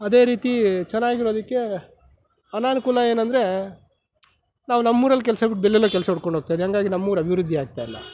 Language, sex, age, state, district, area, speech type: Kannada, male, 30-45, Karnataka, Chikkaballapur, rural, spontaneous